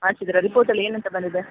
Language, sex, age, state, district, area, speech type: Kannada, female, 18-30, Karnataka, Hassan, urban, conversation